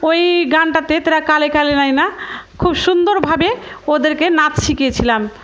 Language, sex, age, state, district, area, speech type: Bengali, female, 30-45, West Bengal, Murshidabad, rural, spontaneous